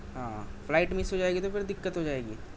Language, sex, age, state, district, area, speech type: Urdu, male, 30-45, Delhi, South Delhi, urban, spontaneous